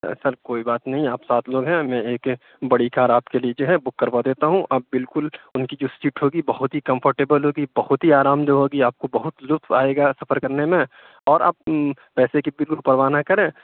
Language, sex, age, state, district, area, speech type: Urdu, male, 45-60, Uttar Pradesh, Aligarh, urban, conversation